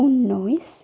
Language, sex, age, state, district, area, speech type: Assamese, female, 30-45, Assam, Sonitpur, rural, spontaneous